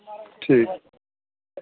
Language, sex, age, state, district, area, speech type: Dogri, male, 18-30, Jammu and Kashmir, Reasi, rural, conversation